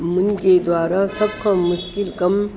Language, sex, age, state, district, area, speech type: Sindhi, female, 60+, Delhi, South Delhi, urban, spontaneous